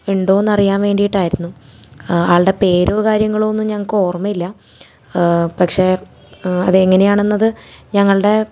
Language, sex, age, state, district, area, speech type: Malayalam, female, 30-45, Kerala, Thrissur, urban, spontaneous